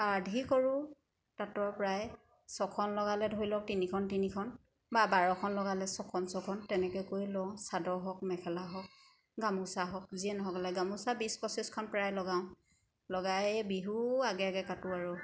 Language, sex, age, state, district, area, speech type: Assamese, female, 30-45, Assam, Sivasagar, rural, spontaneous